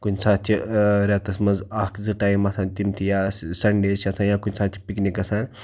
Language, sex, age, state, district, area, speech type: Kashmiri, male, 30-45, Jammu and Kashmir, Pulwama, urban, spontaneous